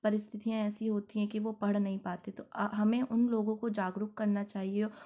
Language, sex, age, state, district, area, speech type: Hindi, female, 18-30, Madhya Pradesh, Gwalior, urban, spontaneous